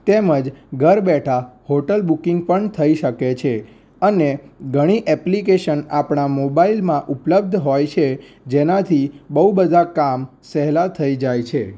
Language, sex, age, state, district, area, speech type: Gujarati, male, 18-30, Gujarat, Anand, urban, spontaneous